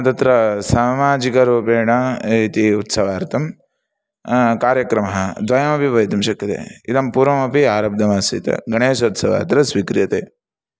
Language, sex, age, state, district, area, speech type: Sanskrit, male, 18-30, Karnataka, Chikkamagaluru, urban, spontaneous